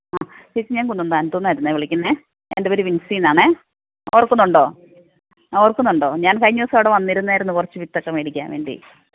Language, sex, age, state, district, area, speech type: Malayalam, female, 45-60, Kerala, Pathanamthitta, rural, conversation